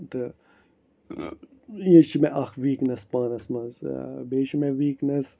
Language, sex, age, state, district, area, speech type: Kashmiri, male, 30-45, Jammu and Kashmir, Bandipora, rural, spontaneous